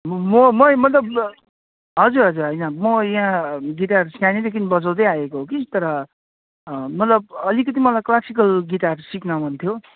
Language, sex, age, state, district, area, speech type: Nepali, male, 30-45, West Bengal, Jalpaiguri, urban, conversation